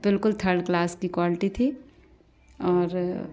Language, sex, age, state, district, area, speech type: Hindi, female, 18-30, Madhya Pradesh, Katni, urban, spontaneous